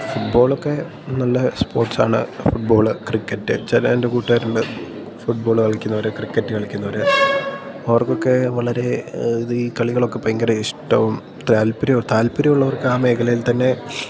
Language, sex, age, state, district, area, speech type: Malayalam, male, 18-30, Kerala, Idukki, rural, spontaneous